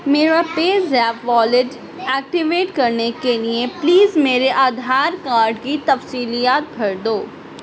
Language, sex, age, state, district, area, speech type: Urdu, female, 30-45, Delhi, Central Delhi, urban, read